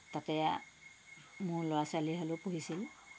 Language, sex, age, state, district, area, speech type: Assamese, female, 60+, Assam, Tinsukia, rural, spontaneous